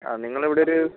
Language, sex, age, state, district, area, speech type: Malayalam, male, 30-45, Kerala, Wayanad, rural, conversation